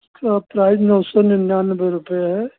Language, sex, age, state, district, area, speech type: Hindi, male, 60+, Uttar Pradesh, Ayodhya, rural, conversation